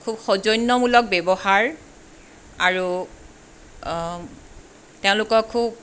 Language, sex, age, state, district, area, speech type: Assamese, female, 45-60, Assam, Tinsukia, urban, spontaneous